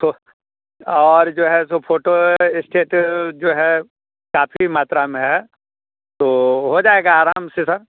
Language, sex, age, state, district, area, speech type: Hindi, male, 30-45, Bihar, Muzaffarpur, rural, conversation